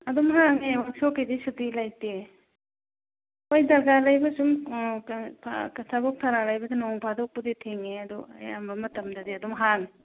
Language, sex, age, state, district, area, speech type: Manipuri, female, 45-60, Manipur, Churachandpur, urban, conversation